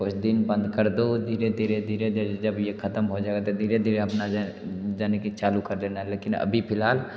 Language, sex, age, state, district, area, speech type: Hindi, male, 30-45, Bihar, Darbhanga, rural, spontaneous